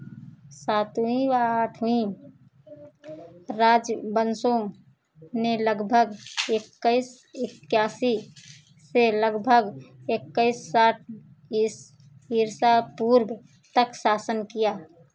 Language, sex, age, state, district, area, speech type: Hindi, female, 45-60, Uttar Pradesh, Ayodhya, rural, read